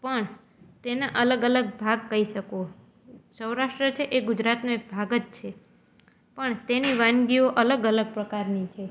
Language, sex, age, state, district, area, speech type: Gujarati, female, 18-30, Gujarat, Junagadh, rural, spontaneous